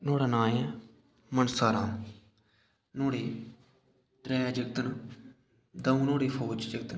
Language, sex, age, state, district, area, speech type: Dogri, male, 18-30, Jammu and Kashmir, Udhampur, rural, spontaneous